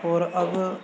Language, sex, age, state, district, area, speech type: Urdu, male, 18-30, Uttar Pradesh, Gautam Buddha Nagar, urban, spontaneous